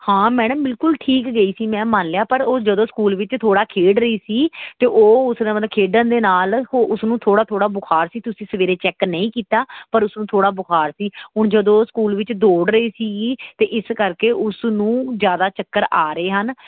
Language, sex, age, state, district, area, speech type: Punjabi, female, 30-45, Punjab, Pathankot, urban, conversation